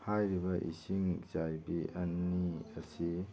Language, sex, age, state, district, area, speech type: Manipuri, male, 45-60, Manipur, Churachandpur, urban, read